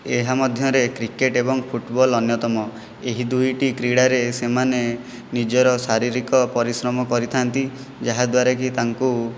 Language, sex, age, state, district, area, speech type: Odia, male, 18-30, Odisha, Jajpur, rural, spontaneous